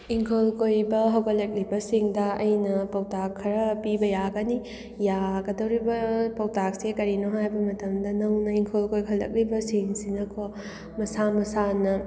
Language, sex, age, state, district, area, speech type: Manipuri, female, 18-30, Manipur, Kakching, urban, spontaneous